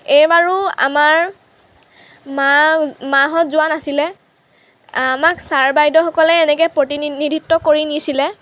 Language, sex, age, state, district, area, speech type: Assamese, female, 18-30, Assam, Lakhimpur, rural, spontaneous